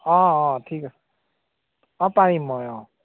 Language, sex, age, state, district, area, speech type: Assamese, male, 30-45, Assam, Golaghat, urban, conversation